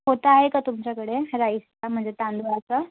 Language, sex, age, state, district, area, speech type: Marathi, female, 18-30, Maharashtra, Thane, urban, conversation